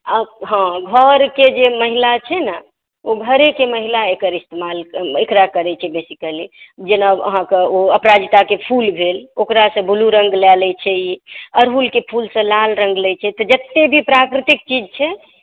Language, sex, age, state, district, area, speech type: Maithili, female, 45-60, Bihar, Saharsa, urban, conversation